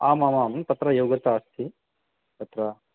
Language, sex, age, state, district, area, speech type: Sanskrit, male, 18-30, West Bengal, Purba Bardhaman, rural, conversation